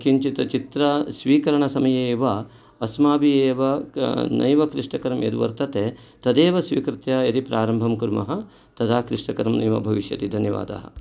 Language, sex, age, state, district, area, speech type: Sanskrit, male, 45-60, Karnataka, Uttara Kannada, urban, spontaneous